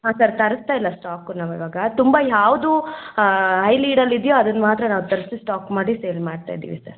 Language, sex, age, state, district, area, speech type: Kannada, female, 18-30, Karnataka, Chikkamagaluru, rural, conversation